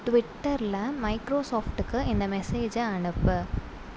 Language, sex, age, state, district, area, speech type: Tamil, female, 18-30, Tamil Nadu, Sivaganga, rural, read